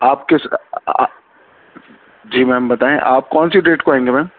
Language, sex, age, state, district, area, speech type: Urdu, male, 30-45, Delhi, Central Delhi, urban, conversation